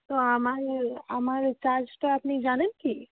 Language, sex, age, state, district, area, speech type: Bengali, female, 18-30, West Bengal, Uttar Dinajpur, rural, conversation